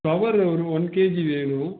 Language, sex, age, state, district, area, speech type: Tamil, male, 18-30, Tamil Nadu, Erode, rural, conversation